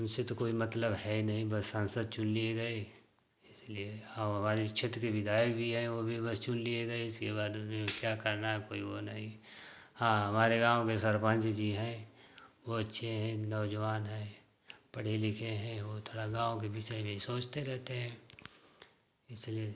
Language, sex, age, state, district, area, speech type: Hindi, male, 60+, Uttar Pradesh, Ghazipur, rural, spontaneous